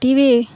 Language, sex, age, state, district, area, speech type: Kannada, female, 18-30, Karnataka, Vijayanagara, rural, spontaneous